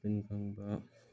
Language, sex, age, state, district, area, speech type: Manipuri, male, 30-45, Manipur, Thoubal, rural, spontaneous